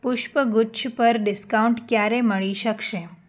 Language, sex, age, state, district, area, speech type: Gujarati, female, 18-30, Gujarat, Anand, urban, read